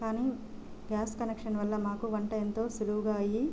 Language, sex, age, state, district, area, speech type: Telugu, female, 30-45, Andhra Pradesh, Sri Balaji, rural, spontaneous